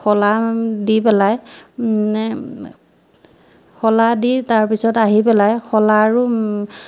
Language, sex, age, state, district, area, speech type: Assamese, female, 45-60, Assam, Majuli, urban, spontaneous